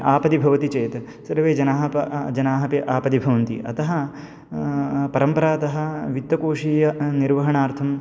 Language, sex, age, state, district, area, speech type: Sanskrit, male, 18-30, Karnataka, Bangalore Urban, urban, spontaneous